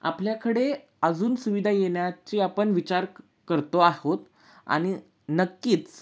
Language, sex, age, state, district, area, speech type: Marathi, male, 18-30, Maharashtra, Sangli, urban, spontaneous